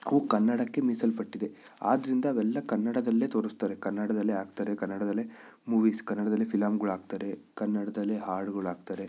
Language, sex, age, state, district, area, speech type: Kannada, male, 18-30, Karnataka, Chikkaballapur, urban, spontaneous